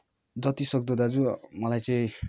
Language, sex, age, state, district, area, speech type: Nepali, male, 18-30, West Bengal, Kalimpong, rural, spontaneous